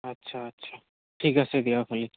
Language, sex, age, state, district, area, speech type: Assamese, male, 18-30, Assam, Barpeta, rural, conversation